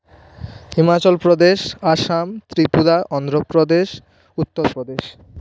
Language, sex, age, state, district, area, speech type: Bengali, male, 30-45, West Bengal, Purba Medinipur, rural, spontaneous